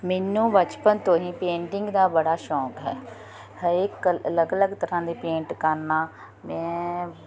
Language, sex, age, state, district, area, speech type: Punjabi, female, 30-45, Punjab, Ludhiana, urban, spontaneous